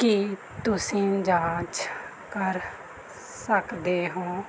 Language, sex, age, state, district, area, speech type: Punjabi, female, 30-45, Punjab, Mansa, urban, read